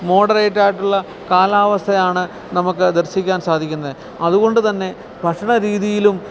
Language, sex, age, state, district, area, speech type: Malayalam, male, 45-60, Kerala, Alappuzha, rural, spontaneous